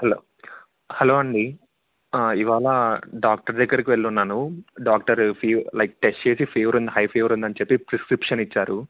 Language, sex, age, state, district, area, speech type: Telugu, male, 18-30, Andhra Pradesh, Annamaya, rural, conversation